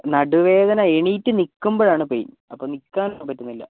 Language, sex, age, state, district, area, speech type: Malayalam, female, 45-60, Kerala, Kozhikode, urban, conversation